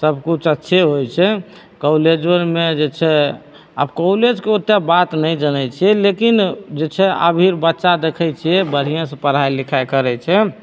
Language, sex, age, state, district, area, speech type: Maithili, male, 30-45, Bihar, Begusarai, urban, spontaneous